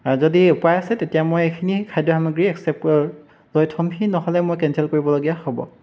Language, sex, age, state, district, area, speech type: Assamese, male, 30-45, Assam, Dibrugarh, rural, spontaneous